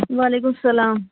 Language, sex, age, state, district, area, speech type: Kashmiri, female, 18-30, Jammu and Kashmir, Anantnag, urban, conversation